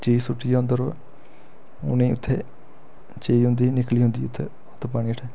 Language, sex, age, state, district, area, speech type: Dogri, male, 30-45, Jammu and Kashmir, Reasi, rural, spontaneous